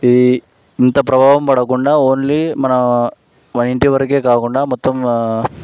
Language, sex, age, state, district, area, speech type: Telugu, male, 18-30, Telangana, Sangareddy, urban, spontaneous